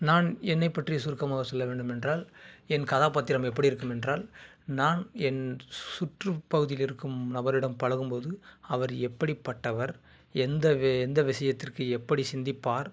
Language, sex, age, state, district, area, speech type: Tamil, male, 30-45, Tamil Nadu, Kanyakumari, urban, spontaneous